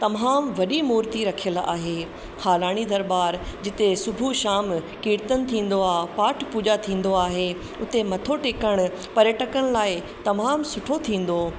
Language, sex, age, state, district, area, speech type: Sindhi, female, 30-45, Rajasthan, Ajmer, urban, spontaneous